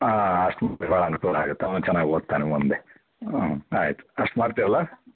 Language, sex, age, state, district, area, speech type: Kannada, male, 60+, Karnataka, Chitradurga, rural, conversation